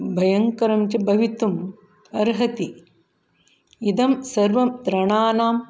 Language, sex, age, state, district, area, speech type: Sanskrit, female, 45-60, Karnataka, Shimoga, rural, spontaneous